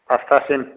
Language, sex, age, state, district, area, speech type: Bodo, male, 60+, Assam, Chirang, rural, conversation